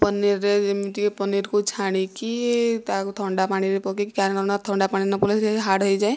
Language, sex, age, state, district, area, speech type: Odia, female, 45-60, Odisha, Kandhamal, rural, spontaneous